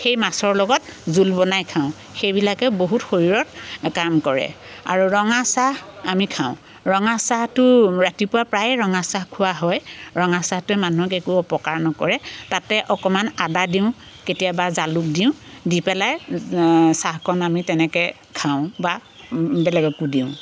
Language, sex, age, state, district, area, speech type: Assamese, female, 45-60, Assam, Biswanath, rural, spontaneous